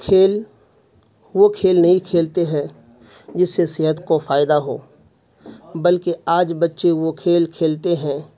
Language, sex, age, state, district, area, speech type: Urdu, male, 45-60, Bihar, Khagaria, urban, spontaneous